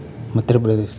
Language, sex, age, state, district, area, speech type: Tamil, male, 18-30, Tamil Nadu, Kallakurichi, urban, spontaneous